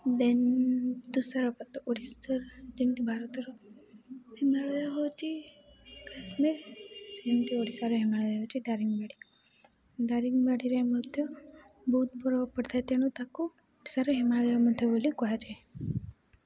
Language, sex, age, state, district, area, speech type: Odia, female, 18-30, Odisha, Rayagada, rural, spontaneous